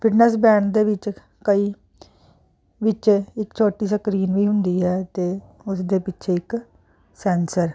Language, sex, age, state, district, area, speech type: Punjabi, female, 45-60, Punjab, Jalandhar, urban, spontaneous